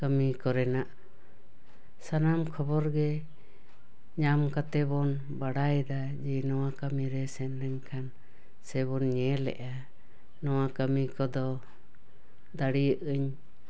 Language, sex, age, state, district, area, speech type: Santali, female, 60+, West Bengal, Paschim Bardhaman, urban, spontaneous